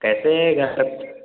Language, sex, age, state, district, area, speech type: Hindi, male, 18-30, Madhya Pradesh, Balaghat, rural, conversation